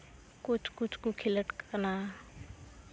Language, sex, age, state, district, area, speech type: Santali, female, 18-30, West Bengal, Uttar Dinajpur, rural, spontaneous